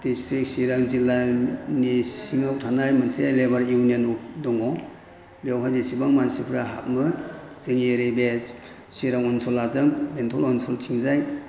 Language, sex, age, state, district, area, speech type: Bodo, male, 60+, Assam, Chirang, rural, spontaneous